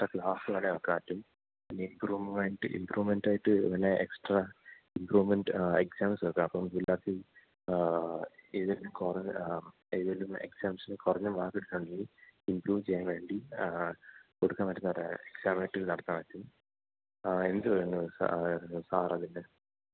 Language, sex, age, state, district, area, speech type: Malayalam, male, 18-30, Kerala, Idukki, rural, conversation